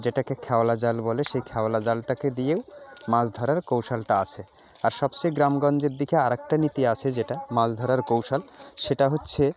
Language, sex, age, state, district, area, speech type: Bengali, male, 45-60, West Bengal, Jalpaiguri, rural, spontaneous